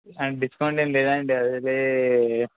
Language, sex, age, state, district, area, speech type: Telugu, male, 18-30, Telangana, Kamareddy, urban, conversation